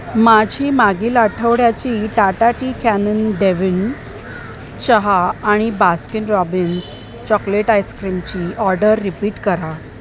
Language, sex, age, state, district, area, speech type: Marathi, female, 30-45, Maharashtra, Mumbai Suburban, urban, read